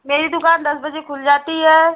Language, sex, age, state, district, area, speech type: Hindi, female, 30-45, Uttar Pradesh, Azamgarh, rural, conversation